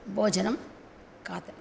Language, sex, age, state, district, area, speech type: Sanskrit, female, 60+, Tamil Nadu, Chennai, urban, spontaneous